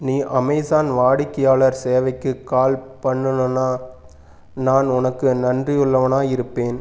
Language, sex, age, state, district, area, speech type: Tamil, male, 30-45, Tamil Nadu, Erode, rural, read